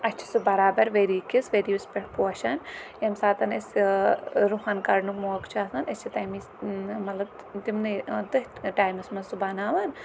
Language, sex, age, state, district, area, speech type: Kashmiri, female, 30-45, Jammu and Kashmir, Kulgam, rural, spontaneous